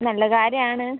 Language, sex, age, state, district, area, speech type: Malayalam, female, 30-45, Kerala, Kozhikode, urban, conversation